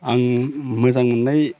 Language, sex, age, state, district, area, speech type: Bodo, male, 45-60, Assam, Baksa, rural, spontaneous